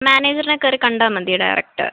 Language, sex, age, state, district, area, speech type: Malayalam, female, 18-30, Kerala, Thiruvananthapuram, urban, conversation